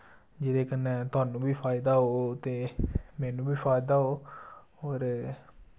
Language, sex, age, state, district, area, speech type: Dogri, male, 18-30, Jammu and Kashmir, Samba, rural, spontaneous